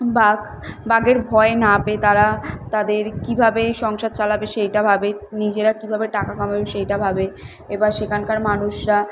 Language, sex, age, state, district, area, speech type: Bengali, female, 18-30, West Bengal, Kolkata, urban, spontaneous